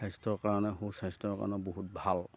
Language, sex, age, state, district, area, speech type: Assamese, male, 60+, Assam, Lakhimpur, urban, spontaneous